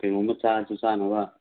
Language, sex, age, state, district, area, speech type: Manipuri, male, 45-60, Manipur, Imphal East, rural, conversation